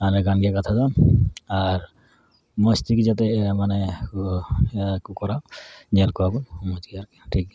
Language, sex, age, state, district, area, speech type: Santali, male, 30-45, West Bengal, Dakshin Dinajpur, rural, spontaneous